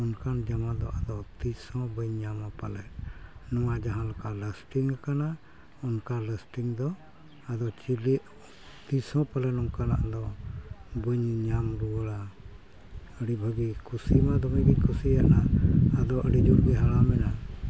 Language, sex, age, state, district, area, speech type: Santali, male, 60+, Jharkhand, East Singhbhum, rural, spontaneous